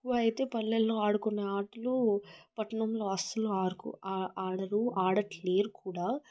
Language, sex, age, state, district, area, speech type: Telugu, female, 18-30, Telangana, Hyderabad, urban, spontaneous